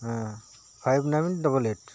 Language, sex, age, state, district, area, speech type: Santali, male, 45-60, Jharkhand, Bokaro, rural, spontaneous